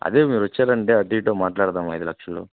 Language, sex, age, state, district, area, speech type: Telugu, male, 18-30, Andhra Pradesh, Bapatla, rural, conversation